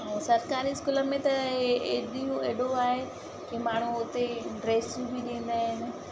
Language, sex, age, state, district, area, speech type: Sindhi, female, 30-45, Madhya Pradesh, Katni, urban, spontaneous